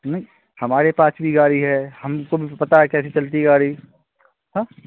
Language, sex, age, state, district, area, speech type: Hindi, male, 18-30, Madhya Pradesh, Seoni, urban, conversation